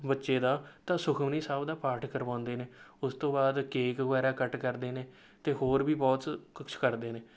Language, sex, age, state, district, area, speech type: Punjabi, male, 18-30, Punjab, Rupnagar, rural, spontaneous